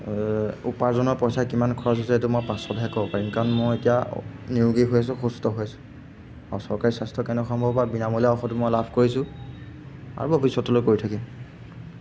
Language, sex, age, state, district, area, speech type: Assamese, male, 18-30, Assam, Golaghat, urban, spontaneous